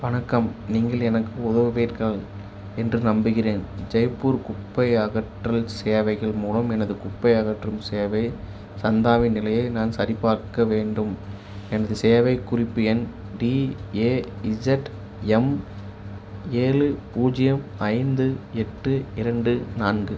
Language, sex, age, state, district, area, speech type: Tamil, male, 18-30, Tamil Nadu, Namakkal, rural, read